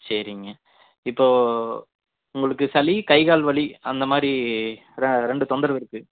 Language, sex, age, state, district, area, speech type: Tamil, male, 30-45, Tamil Nadu, Erode, rural, conversation